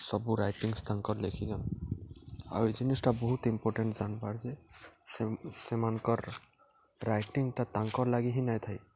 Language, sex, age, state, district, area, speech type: Odia, male, 18-30, Odisha, Subarnapur, urban, spontaneous